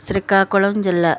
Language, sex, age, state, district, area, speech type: Telugu, female, 60+, Andhra Pradesh, West Godavari, rural, spontaneous